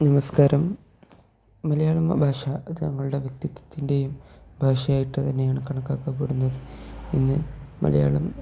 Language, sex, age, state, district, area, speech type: Malayalam, male, 18-30, Kerala, Kozhikode, rural, spontaneous